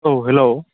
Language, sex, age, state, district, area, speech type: Bodo, male, 18-30, Assam, Udalguri, urban, conversation